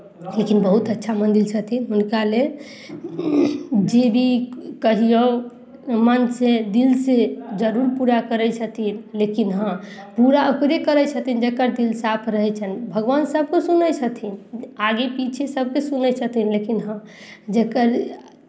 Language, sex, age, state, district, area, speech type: Maithili, female, 30-45, Bihar, Samastipur, urban, spontaneous